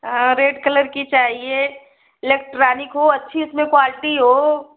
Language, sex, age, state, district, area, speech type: Hindi, female, 30-45, Uttar Pradesh, Azamgarh, rural, conversation